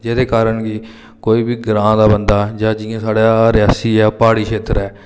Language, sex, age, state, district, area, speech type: Dogri, male, 30-45, Jammu and Kashmir, Reasi, rural, spontaneous